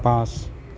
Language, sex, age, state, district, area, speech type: Assamese, female, 60+, Assam, Kamrup Metropolitan, urban, read